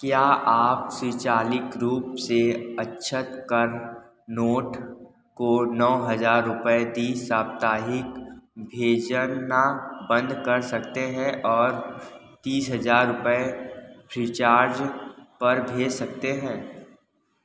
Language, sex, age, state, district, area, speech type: Hindi, male, 18-30, Uttar Pradesh, Mirzapur, urban, read